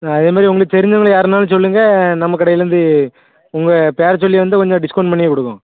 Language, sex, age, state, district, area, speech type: Tamil, male, 18-30, Tamil Nadu, Thoothukudi, rural, conversation